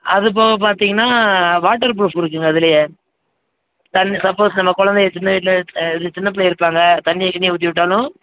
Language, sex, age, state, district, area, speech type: Tamil, male, 18-30, Tamil Nadu, Madurai, rural, conversation